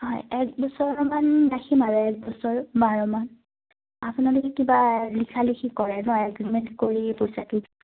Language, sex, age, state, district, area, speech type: Assamese, female, 18-30, Assam, Udalguri, urban, conversation